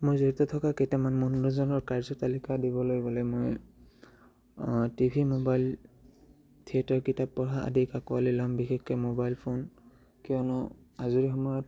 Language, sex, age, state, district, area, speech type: Assamese, male, 18-30, Assam, Barpeta, rural, spontaneous